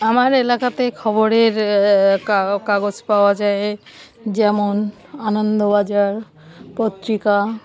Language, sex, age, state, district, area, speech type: Bengali, female, 45-60, West Bengal, Darjeeling, urban, spontaneous